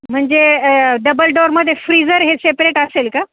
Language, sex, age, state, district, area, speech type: Marathi, female, 45-60, Maharashtra, Ahmednagar, rural, conversation